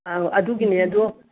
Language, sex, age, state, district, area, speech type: Manipuri, female, 60+, Manipur, Imphal East, rural, conversation